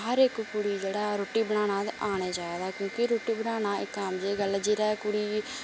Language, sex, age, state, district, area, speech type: Dogri, female, 18-30, Jammu and Kashmir, Samba, rural, spontaneous